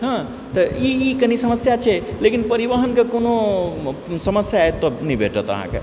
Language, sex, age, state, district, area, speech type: Maithili, male, 45-60, Bihar, Supaul, rural, spontaneous